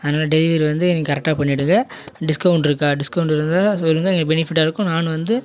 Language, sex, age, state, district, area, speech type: Tamil, male, 18-30, Tamil Nadu, Kallakurichi, rural, spontaneous